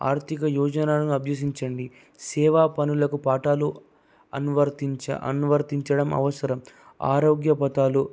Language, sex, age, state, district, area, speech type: Telugu, male, 18-30, Andhra Pradesh, Anantapur, urban, spontaneous